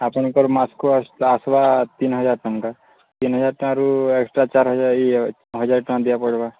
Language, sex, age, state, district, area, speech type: Odia, male, 18-30, Odisha, Subarnapur, urban, conversation